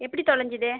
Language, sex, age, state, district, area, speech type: Tamil, female, 30-45, Tamil Nadu, Viluppuram, urban, conversation